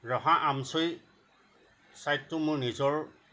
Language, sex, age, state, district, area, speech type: Assamese, male, 60+, Assam, Nagaon, rural, spontaneous